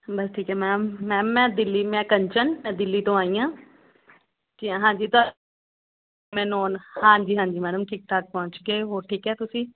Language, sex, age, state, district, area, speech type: Punjabi, female, 30-45, Punjab, Rupnagar, urban, conversation